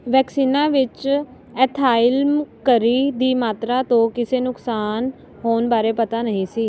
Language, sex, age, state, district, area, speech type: Punjabi, female, 18-30, Punjab, Ludhiana, rural, read